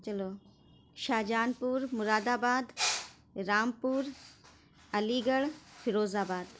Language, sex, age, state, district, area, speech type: Urdu, female, 30-45, Uttar Pradesh, Shahjahanpur, urban, spontaneous